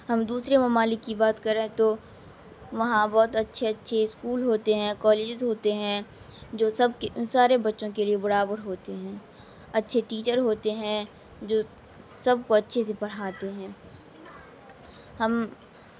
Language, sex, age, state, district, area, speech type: Urdu, female, 18-30, Bihar, Madhubani, rural, spontaneous